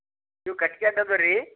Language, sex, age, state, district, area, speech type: Kannada, male, 60+, Karnataka, Bidar, rural, conversation